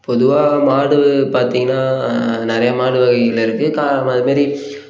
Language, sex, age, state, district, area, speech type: Tamil, male, 18-30, Tamil Nadu, Perambalur, rural, spontaneous